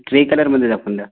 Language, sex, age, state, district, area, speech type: Marathi, female, 18-30, Maharashtra, Gondia, rural, conversation